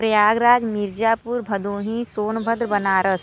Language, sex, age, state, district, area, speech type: Hindi, female, 45-60, Uttar Pradesh, Mirzapur, urban, spontaneous